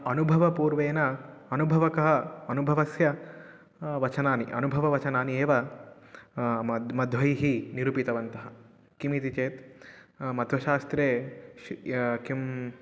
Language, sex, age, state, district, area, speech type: Sanskrit, male, 18-30, Telangana, Mahbubnagar, urban, spontaneous